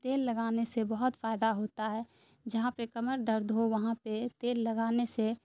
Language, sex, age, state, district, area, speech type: Urdu, female, 18-30, Bihar, Darbhanga, rural, spontaneous